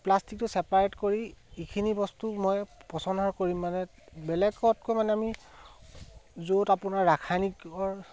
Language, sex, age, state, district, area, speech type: Assamese, male, 30-45, Assam, Sivasagar, rural, spontaneous